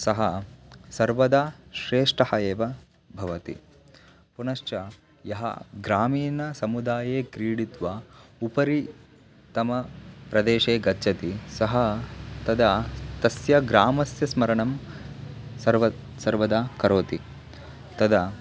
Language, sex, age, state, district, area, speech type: Sanskrit, male, 18-30, Karnataka, Bagalkot, rural, spontaneous